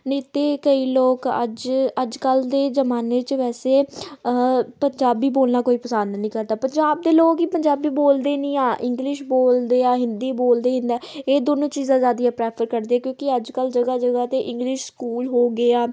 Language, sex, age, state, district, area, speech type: Punjabi, female, 18-30, Punjab, Tarn Taran, urban, spontaneous